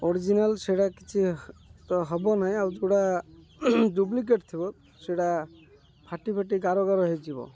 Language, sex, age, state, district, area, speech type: Odia, male, 30-45, Odisha, Malkangiri, urban, spontaneous